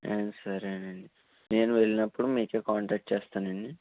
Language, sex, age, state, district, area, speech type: Telugu, male, 18-30, Andhra Pradesh, Eluru, urban, conversation